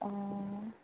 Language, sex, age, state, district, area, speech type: Assamese, female, 18-30, Assam, Sonitpur, rural, conversation